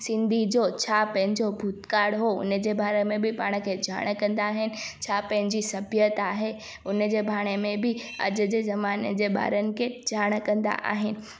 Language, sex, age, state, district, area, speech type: Sindhi, female, 18-30, Gujarat, Junagadh, rural, spontaneous